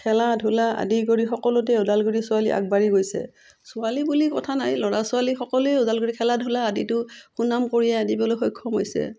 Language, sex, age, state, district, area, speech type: Assamese, female, 45-60, Assam, Udalguri, rural, spontaneous